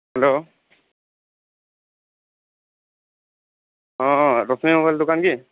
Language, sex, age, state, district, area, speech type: Odia, male, 30-45, Odisha, Boudh, rural, conversation